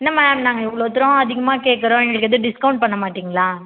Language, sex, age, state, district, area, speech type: Tamil, female, 18-30, Tamil Nadu, Cuddalore, rural, conversation